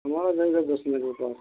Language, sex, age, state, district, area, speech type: Hindi, male, 60+, Uttar Pradesh, Ayodhya, rural, conversation